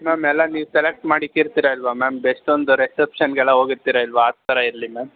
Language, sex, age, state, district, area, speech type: Kannada, male, 18-30, Karnataka, Bangalore Urban, urban, conversation